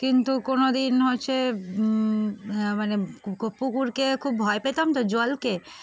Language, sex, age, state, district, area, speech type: Bengali, female, 18-30, West Bengal, Darjeeling, urban, spontaneous